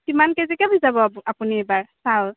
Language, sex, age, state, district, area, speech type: Assamese, female, 18-30, Assam, Sonitpur, urban, conversation